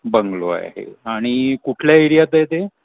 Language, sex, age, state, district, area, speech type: Marathi, male, 60+, Maharashtra, Palghar, urban, conversation